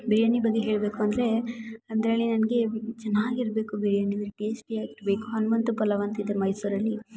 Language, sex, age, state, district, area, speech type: Kannada, female, 18-30, Karnataka, Mysore, urban, spontaneous